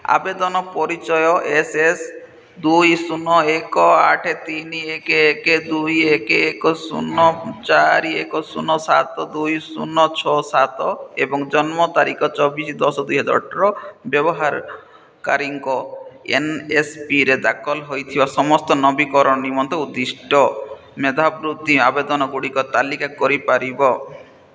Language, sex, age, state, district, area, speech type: Odia, male, 30-45, Odisha, Malkangiri, urban, read